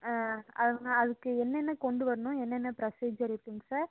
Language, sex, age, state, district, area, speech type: Tamil, female, 18-30, Tamil Nadu, Coimbatore, rural, conversation